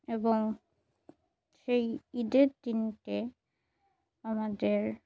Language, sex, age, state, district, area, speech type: Bengali, female, 18-30, West Bengal, Murshidabad, urban, spontaneous